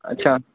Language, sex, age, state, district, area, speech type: Hindi, male, 18-30, Rajasthan, Jodhpur, urban, conversation